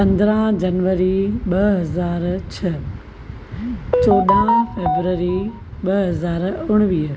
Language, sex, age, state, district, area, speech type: Sindhi, female, 45-60, Maharashtra, Thane, urban, spontaneous